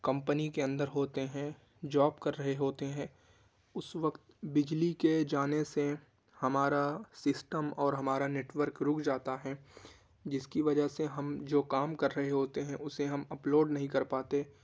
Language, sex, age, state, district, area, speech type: Urdu, male, 18-30, Uttar Pradesh, Ghaziabad, urban, spontaneous